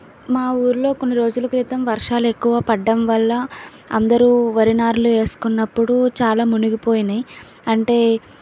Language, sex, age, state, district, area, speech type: Telugu, female, 18-30, Andhra Pradesh, Visakhapatnam, rural, spontaneous